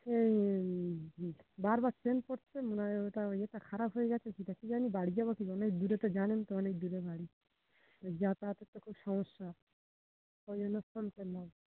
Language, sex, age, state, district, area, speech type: Bengali, female, 45-60, West Bengal, Dakshin Dinajpur, urban, conversation